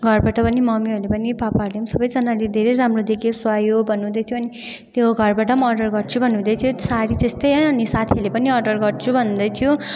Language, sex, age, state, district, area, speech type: Nepali, female, 18-30, West Bengal, Kalimpong, rural, spontaneous